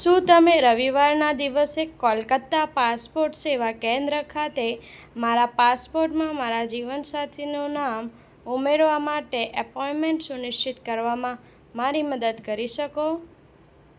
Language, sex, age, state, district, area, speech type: Gujarati, female, 18-30, Gujarat, Anand, rural, read